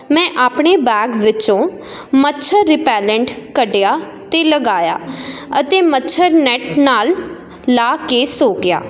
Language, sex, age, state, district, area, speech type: Punjabi, female, 18-30, Punjab, Jalandhar, urban, spontaneous